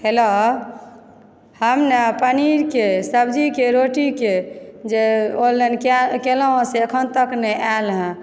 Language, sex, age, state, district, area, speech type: Maithili, female, 30-45, Bihar, Supaul, rural, spontaneous